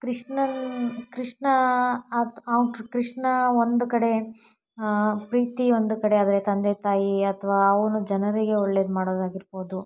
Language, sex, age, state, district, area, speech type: Kannada, female, 18-30, Karnataka, Davanagere, rural, spontaneous